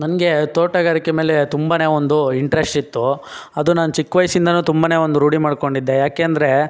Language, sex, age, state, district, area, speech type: Kannada, male, 60+, Karnataka, Chikkaballapur, rural, spontaneous